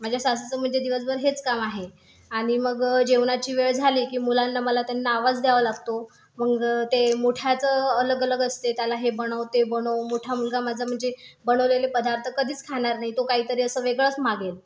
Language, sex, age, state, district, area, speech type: Marathi, female, 30-45, Maharashtra, Buldhana, urban, spontaneous